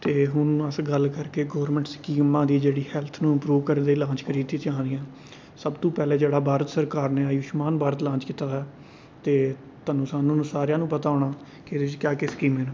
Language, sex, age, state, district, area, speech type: Dogri, male, 18-30, Jammu and Kashmir, Reasi, rural, spontaneous